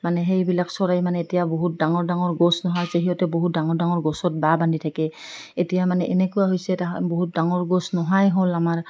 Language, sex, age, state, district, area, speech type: Assamese, female, 45-60, Assam, Goalpara, urban, spontaneous